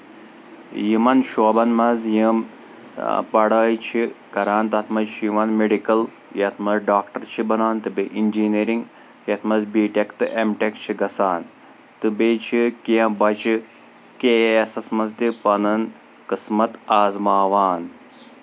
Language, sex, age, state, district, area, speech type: Kashmiri, male, 18-30, Jammu and Kashmir, Kulgam, rural, spontaneous